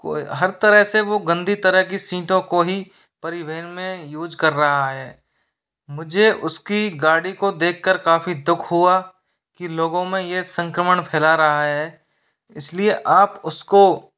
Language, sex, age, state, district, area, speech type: Hindi, male, 45-60, Rajasthan, Jaipur, urban, spontaneous